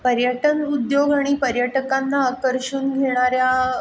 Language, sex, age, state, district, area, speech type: Marathi, female, 45-60, Maharashtra, Pune, urban, spontaneous